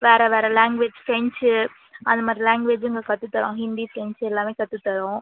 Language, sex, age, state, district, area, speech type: Tamil, female, 45-60, Tamil Nadu, Cuddalore, rural, conversation